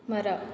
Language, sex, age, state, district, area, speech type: Kannada, female, 18-30, Karnataka, Mysore, urban, read